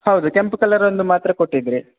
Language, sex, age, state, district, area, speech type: Kannada, male, 30-45, Karnataka, Bangalore Rural, rural, conversation